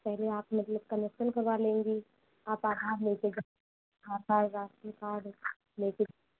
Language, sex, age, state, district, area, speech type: Hindi, female, 30-45, Uttar Pradesh, Ayodhya, rural, conversation